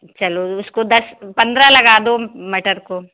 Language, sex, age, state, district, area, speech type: Hindi, female, 60+, Madhya Pradesh, Jabalpur, urban, conversation